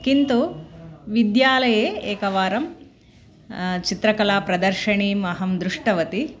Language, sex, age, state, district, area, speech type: Sanskrit, female, 45-60, Telangana, Bhadradri Kothagudem, urban, spontaneous